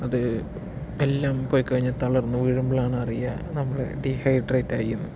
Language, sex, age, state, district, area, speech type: Malayalam, male, 30-45, Kerala, Palakkad, rural, spontaneous